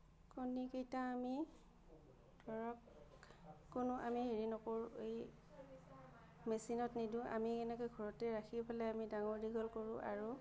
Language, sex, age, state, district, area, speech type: Assamese, female, 30-45, Assam, Udalguri, urban, spontaneous